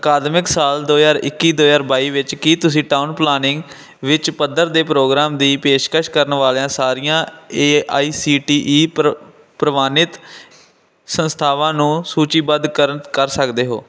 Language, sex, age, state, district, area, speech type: Punjabi, male, 18-30, Punjab, Firozpur, urban, read